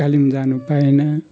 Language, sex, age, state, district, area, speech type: Nepali, male, 60+, West Bengal, Kalimpong, rural, spontaneous